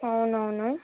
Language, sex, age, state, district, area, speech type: Telugu, female, 18-30, Telangana, Mancherial, rural, conversation